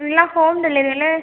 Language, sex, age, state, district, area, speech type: Tamil, female, 18-30, Tamil Nadu, Cuddalore, rural, conversation